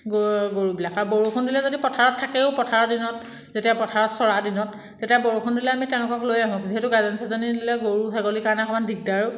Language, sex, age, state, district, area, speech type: Assamese, female, 30-45, Assam, Jorhat, urban, spontaneous